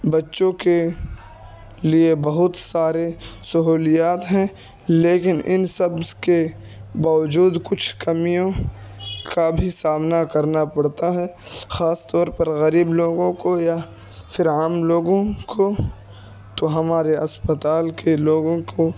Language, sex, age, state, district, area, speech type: Urdu, male, 18-30, Uttar Pradesh, Ghaziabad, rural, spontaneous